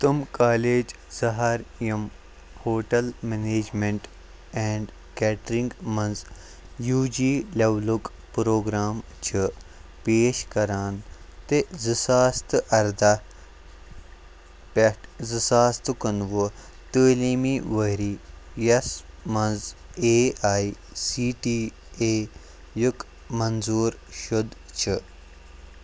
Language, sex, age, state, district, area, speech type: Kashmiri, male, 30-45, Jammu and Kashmir, Kupwara, rural, read